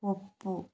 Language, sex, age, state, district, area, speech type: Kannada, female, 18-30, Karnataka, Chitradurga, urban, read